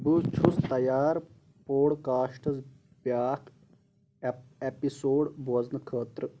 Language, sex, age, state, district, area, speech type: Kashmiri, male, 18-30, Jammu and Kashmir, Shopian, urban, read